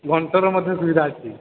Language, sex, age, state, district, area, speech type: Odia, male, 18-30, Odisha, Sambalpur, rural, conversation